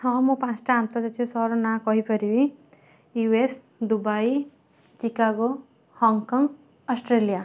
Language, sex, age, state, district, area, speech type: Odia, female, 18-30, Odisha, Kendujhar, urban, spontaneous